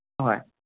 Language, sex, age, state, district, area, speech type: Manipuri, male, 30-45, Manipur, Kangpokpi, urban, conversation